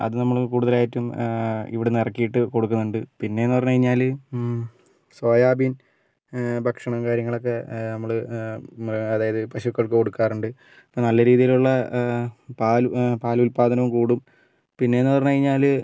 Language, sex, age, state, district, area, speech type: Malayalam, male, 60+, Kerala, Wayanad, rural, spontaneous